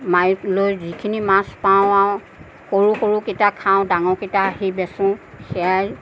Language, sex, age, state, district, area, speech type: Assamese, female, 45-60, Assam, Nagaon, rural, spontaneous